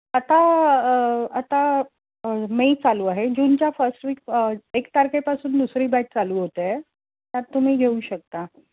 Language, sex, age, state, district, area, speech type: Marathi, female, 45-60, Maharashtra, Mumbai Suburban, urban, conversation